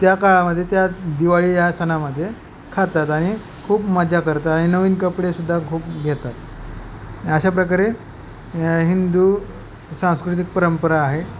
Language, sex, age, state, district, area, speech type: Marathi, male, 30-45, Maharashtra, Beed, urban, spontaneous